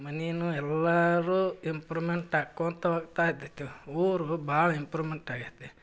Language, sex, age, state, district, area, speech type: Kannada, male, 45-60, Karnataka, Gadag, rural, spontaneous